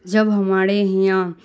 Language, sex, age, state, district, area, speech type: Urdu, female, 30-45, Bihar, Darbhanga, rural, spontaneous